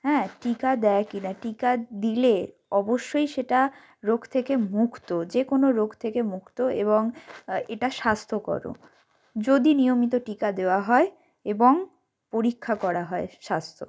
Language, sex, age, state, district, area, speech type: Bengali, female, 18-30, West Bengal, Jalpaiguri, rural, spontaneous